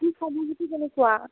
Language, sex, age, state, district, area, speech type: Assamese, female, 30-45, Assam, Nagaon, rural, conversation